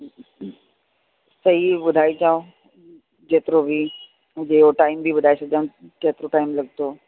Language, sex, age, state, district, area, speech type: Sindhi, female, 45-60, Delhi, South Delhi, urban, conversation